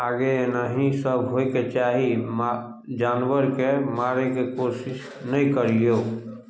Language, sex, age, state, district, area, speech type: Maithili, male, 45-60, Bihar, Samastipur, urban, spontaneous